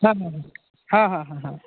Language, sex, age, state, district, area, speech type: Bengali, male, 30-45, West Bengal, Jalpaiguri, rural, conversation